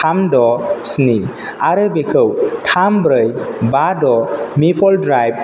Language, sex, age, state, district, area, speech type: Bodo, male, 18-30, Assam, Kokrajhar, rural, read